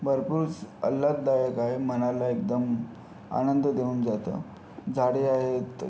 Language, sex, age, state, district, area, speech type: Marathi, male, 30-45, Maharashtra, Yavatmal, urban, spontaneous